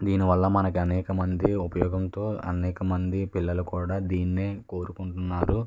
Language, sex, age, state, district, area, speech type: Telugu, male, 18-30, Andhra Pradesh, West Godavari, rural, spontaneous